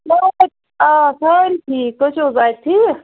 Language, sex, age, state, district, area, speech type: Kashmiri, female, 30-45, Jammu and Kashmir, Bandipora, rural, conversation